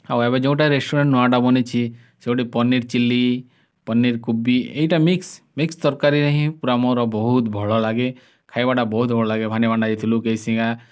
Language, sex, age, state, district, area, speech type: Odia, male, 30-45, Odisha, Kalahandi, rural, spontaneous